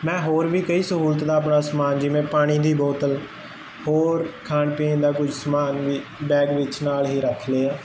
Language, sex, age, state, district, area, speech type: Punjabi, male, 18-30, Punjab, Kapurthala, urban, spontaneous